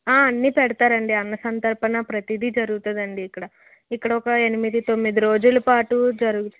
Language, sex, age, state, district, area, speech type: Telugu, female, 18-30, Andhra Pradesh, Anakapalli, urban, conversation